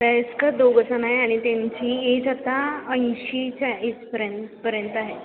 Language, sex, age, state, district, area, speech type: Marathi, female, 18-30, Maharashtra, Kolhapur, rural, conversation